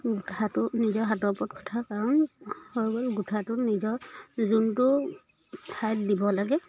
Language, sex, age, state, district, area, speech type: Assamese, female, 30-45, Assam, Charaideo, rural, spontaneous